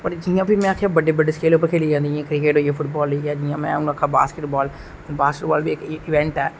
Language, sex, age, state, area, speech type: Dogri, male, 18-30, Jammu and Kashmir, rural, spontaneous